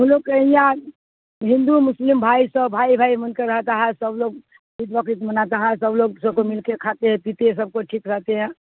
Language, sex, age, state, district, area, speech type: Urdu, female, 60+, Bihar, Supaul, rural, conversation